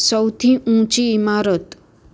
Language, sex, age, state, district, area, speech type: Gujarati, female, 30-45, Gujarat, Ahmedabad, urban, read